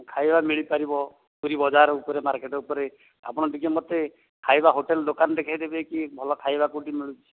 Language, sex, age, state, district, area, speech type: Odia, male, 60+, Odisha, Dhenkanal, rural, conversation